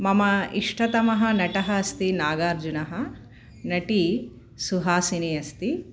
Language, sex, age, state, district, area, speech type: Sanskrit, female, 45-60, Telangana, Bhadradri Kothagudem, urban, spontaneous